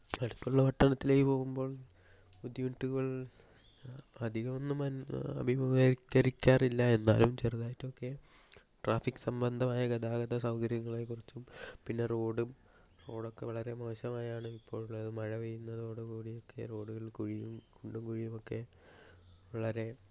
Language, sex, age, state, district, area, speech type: Malayalam, male, 18-30, Kerala, Kozhikode, rural, spontaneous